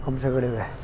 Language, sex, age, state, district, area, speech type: Kannada, male, 18-30, Karnataka, Mandya, urban, spontaneous